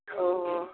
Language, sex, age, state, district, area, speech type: Bodo, female, 30-45, Assam, Udalguri, urban, conversation